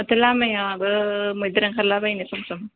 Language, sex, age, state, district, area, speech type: Bodo, female, 18-30, Assam, Kokrajhar, rural, conversation